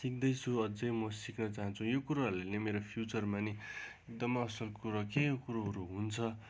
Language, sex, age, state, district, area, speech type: Nepali, male, 30-45, West Bengal, Darjeeling, rural, spontaneous